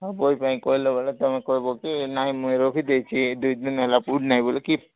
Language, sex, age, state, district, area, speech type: Odia, male, 30-45, Odisha, Koraput, urban, conversation